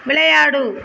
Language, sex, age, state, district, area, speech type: Tamil, female, 45-60, Tamil Nadu, Thoothukudi, rural, read